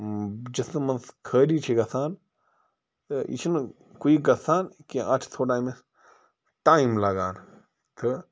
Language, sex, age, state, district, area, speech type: Kashmiri, male, 45-60, Jammu and Kashmir, Bandipora, rural, spontaneous